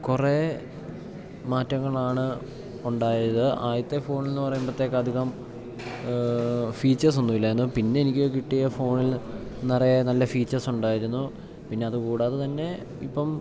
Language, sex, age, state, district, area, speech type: Malayalam, male, 18-30, Kerala, Idukki, rural, spontaneous